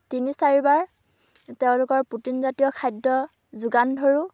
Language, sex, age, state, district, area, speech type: Assamese, female, 18-30, Assam, Dhemaji, rural, spontaneous